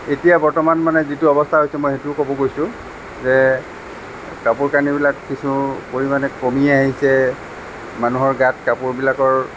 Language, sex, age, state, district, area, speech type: Assamese, male, 45-60, Assam, Sonitpur, rural, spontaneous